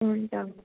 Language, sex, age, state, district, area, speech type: Nepali, female, 18-30, West Bengal, Kalimpong, rural, conversation